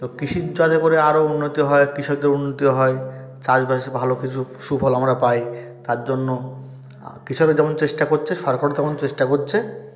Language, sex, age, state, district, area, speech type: Bengali, male, 30-45, West Bengal, South 24 Parganas, rural, spontaneous